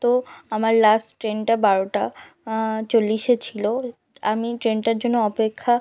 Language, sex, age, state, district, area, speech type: Bengali, female, 18-30, West Bengal, South 24 Parganas, rural, spontaneous